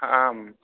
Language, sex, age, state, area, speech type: Sanskrit, male, 18-30, Madhya Pradesh, rural, conversation